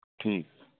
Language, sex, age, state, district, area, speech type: Hindi, male, 45-60, Madhya Pradesh, Seoni, urban, conversation